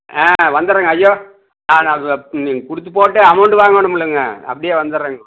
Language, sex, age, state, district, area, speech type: Tamil, male, 60+, Tamil Nadu, Erode, urban, conversation